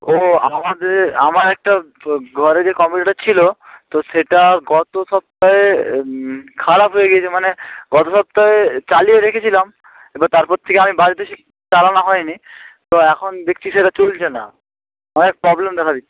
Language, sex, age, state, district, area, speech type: Bengali, male, 18-30, West Bengal, Hooghly, urban, conversation